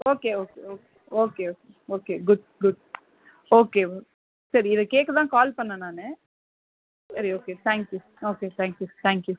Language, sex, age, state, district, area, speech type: Tamil, male, 30-45, Tamil Nadu, Cuddalore, urban, conversation